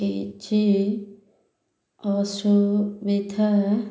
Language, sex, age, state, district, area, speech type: Odia, female, 30-45, Odisha, Ganjam, urban, spontaneous